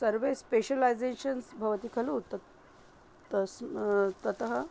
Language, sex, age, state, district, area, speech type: Sanskrit, female, 30-45, Maharashtra, Nagpur, urban, spontaneous